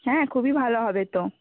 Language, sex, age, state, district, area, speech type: Bengali, female, 18-30, West Bengal, Bankura, urban, conversation